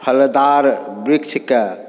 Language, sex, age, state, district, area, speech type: Maithili, male, 45-60, Bihar, Saharsa, urban, spontaneous